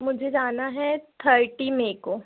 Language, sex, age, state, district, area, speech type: Hindi, female, 18-30, Madhya Pradesh, Chhindwara, urban, conversation